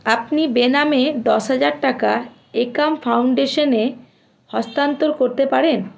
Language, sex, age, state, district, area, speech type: Bengali, female, 18-30, West Bengal, Malda, rural, read